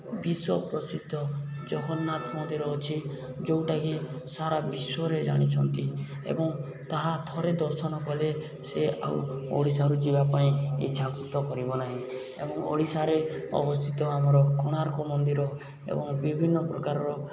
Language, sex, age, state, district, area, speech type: Odia, male, 18-30, Odisha, Subarnapur, urban, spontaneous